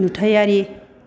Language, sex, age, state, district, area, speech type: Bodo, female, 60+, Assam, Chirang, rural, read